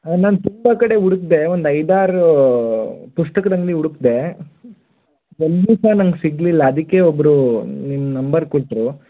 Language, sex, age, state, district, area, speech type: Kannada, male, 18-30, Karnataka, Shimoga, urban, conversation